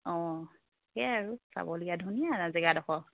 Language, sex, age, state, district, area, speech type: Assamese, female, 30-45, Assam, Charaideo, rural, conversation